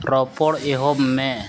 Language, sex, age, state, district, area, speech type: Santali, male, 30-45, Jharkhand, East Singhbhum, rural, read